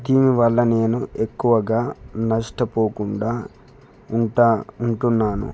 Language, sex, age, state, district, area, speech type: Telugu, male, 18-30, Telangana, Peddapalli, rural, spontaneous